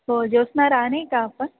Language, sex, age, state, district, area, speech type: Marathi, female, 30-45, Maharashtra, Ahmednagar, urban, conversation